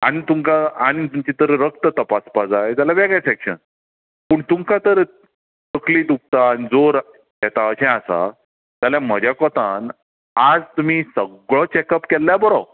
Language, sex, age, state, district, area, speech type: Goan Konkani, female, 60+, Goa, Bardez, urban, conversation